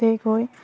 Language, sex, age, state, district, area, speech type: Assamese, female, 18-30, Assam, Udalguri, rural, spontaneous